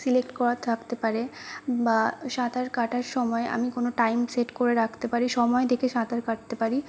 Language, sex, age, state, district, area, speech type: Bengali, female, 18-30, West Bengal, North 24 Parganas, urban, spontaneous